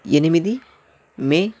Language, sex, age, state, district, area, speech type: Telugu, male, 60+, Andhra Pradesh, Chittoor, rural, spontaneous